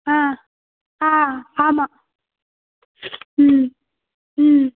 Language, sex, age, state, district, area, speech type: Tamil, female, 18-30, Tamil Nadu, Thanjavur, rural, conversation